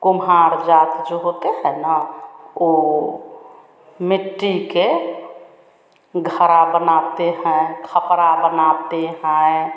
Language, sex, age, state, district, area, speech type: Hindi, female, 45-60, Bihar, Samastipur, rural, spontaneous